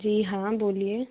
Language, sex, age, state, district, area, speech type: Hindi, female, 30-45, Madhya Pradesh, Bhopal, urban, conversation